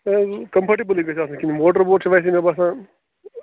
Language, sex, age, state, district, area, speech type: Kashmiri, male, 30-45, Jammu and Kashmir, Bandipora, rural, conversation